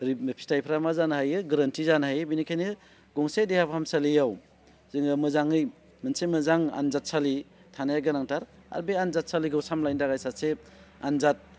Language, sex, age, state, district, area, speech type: Bodo, male, 30-45, Assam, Baksa, rural, spontaneous